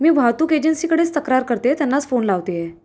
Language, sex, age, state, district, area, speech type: Marathi, female, 18-30, Maharashtra, Solapur, urban, spontaneous